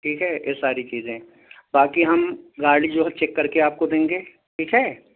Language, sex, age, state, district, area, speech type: Urdu, male, 18-30, Uttar Pradesh, Siddharthnagar, rural, conversation